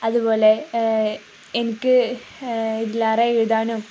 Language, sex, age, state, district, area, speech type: Malayalam, female, 30-45, Kerala, Kozhikode, rural, spontaneous